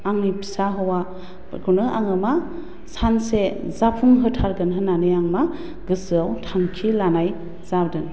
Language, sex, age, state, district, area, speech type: Bodo, female, 30-45, Assam, Baksa, urban, spontaneous